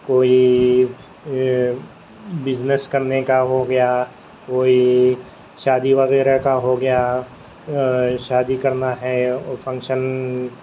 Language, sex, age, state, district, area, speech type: Urdu, male, 18-30, Telangana, Hyderabad, urban, spontaneous